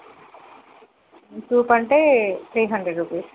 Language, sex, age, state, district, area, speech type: Telugu, female, 30-45, Telangana, Karimnagar, rural, conversation